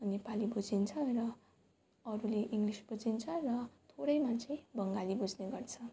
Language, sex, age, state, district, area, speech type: Nepali, female, 18-30, West Bengal, Darjeeling, rural, spontaneous